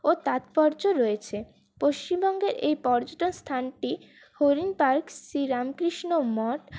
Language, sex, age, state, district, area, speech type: Bengali, female, 18-30, West Bengal, Paschim Bardhaman, urban, spontaneous